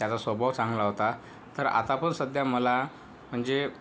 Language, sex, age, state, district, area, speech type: Marathi, male, 18-30, Maharashtra, Yavatmal, rural, spontaneous